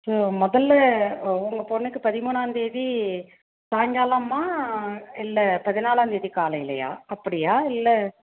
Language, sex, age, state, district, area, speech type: Tamil, female, 45-60, Tamil Nadu, Tiruppur, rural, conversation